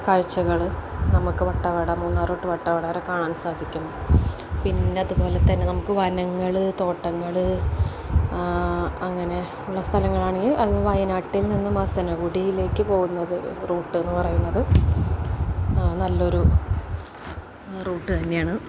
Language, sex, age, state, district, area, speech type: Malayalam, female, 18-30, Kerala, Palakkad, rural, spontaneous